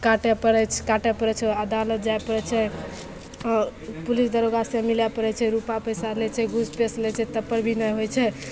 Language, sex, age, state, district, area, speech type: Maithili, female, 18-30, Bihar, Begusarai, rural, spontaneous